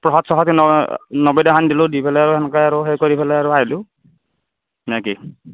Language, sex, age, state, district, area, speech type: Assamese, male, 45-60, Assam, Darrang, rural, conversation